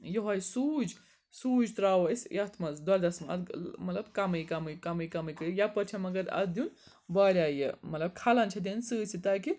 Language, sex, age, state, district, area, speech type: Kashmiri, female, 18-30, Jammu and Kashmir, Srinagar, urban, spontaneous